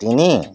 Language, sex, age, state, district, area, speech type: Assamese, male, 45-60, Assam, Tinsukia, urban, read